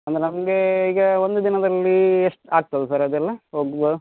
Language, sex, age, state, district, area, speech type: Kannada, male, 45-60, Karnataka, Udupi, rural, conversation